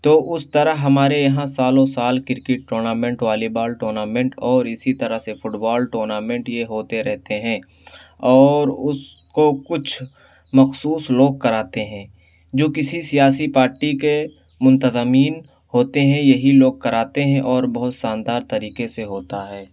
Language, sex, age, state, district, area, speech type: Urdu, male, 18-30, Uttar Pradesh, Siddharthnagar, rural, spontaneous